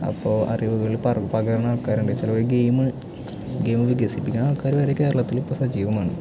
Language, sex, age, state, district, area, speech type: Malayalam, male, 18-30, Kerala, Thrissur, rural, spontaneous